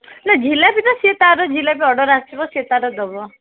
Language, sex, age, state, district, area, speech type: Odia, female, 30-45, Odisha, Koraput, urban, conversation